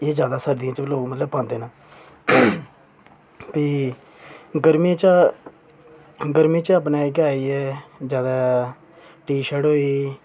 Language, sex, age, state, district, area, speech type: Dogri, male, 18-30, Jammu and Kashmir, Reasi, rural, spontaneous